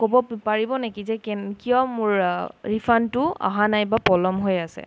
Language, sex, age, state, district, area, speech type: Assamese, female, 30-45, Assam, Sonitpur, rural, spontaneous